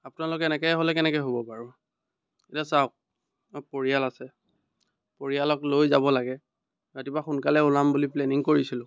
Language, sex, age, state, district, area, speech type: Assamese, male, 30-45, Assam, Biswanath, rural, spontaneous